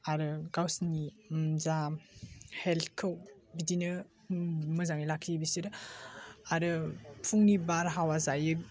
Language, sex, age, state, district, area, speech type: Bodo, male, 18-30, Assam, Baksa, rural, spontaneous